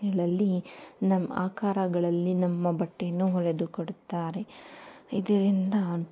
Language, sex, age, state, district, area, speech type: Kannada, female, 18-30, Karnataka, Tumkur, urban, spontaneous